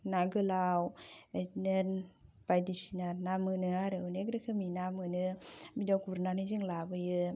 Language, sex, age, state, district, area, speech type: Bodo, female, 30-45, Assam, Kokrajhar, rural, spontaneous